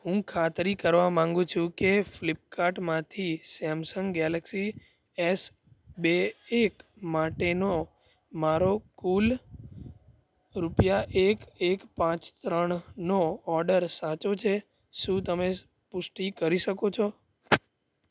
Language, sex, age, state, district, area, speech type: Gujarati, male, 18-30, Gujarat, Anand, urban, read